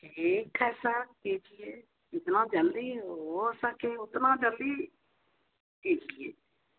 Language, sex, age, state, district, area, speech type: Hindi, female, 60+, Bihar, Madhepura, rural, conversation